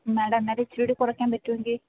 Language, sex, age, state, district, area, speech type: Malayalam, female, 18-30, Kerala, Idukki, rural, conversation